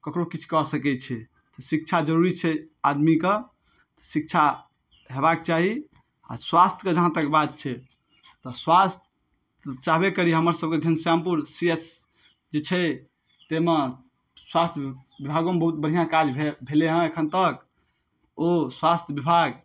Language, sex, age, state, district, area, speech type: Maithili, male, 18-30, Bihar, Darbhanga, rural, spontaneous